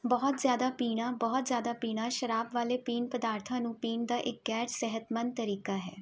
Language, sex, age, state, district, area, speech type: Punjabi, female, 30-45, Punjab, Jalandhar, urban, read